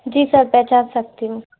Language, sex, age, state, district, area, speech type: Hindi, female, 18-30, Madhya Pradesh, Gwalior, urban, conversation